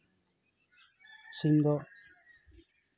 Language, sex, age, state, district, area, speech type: Santali, male, 30-45, West Bengal, Jhargram, rural, spontaneous